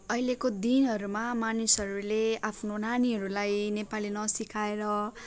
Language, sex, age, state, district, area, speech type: Nepali, female, 18-30, West Bengal, Darjeeling, rural, spontaneous